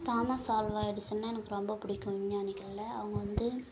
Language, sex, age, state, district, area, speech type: Tamil, female, 18-30, Tamil Nadu, Kallakurichi, rural, spontaneous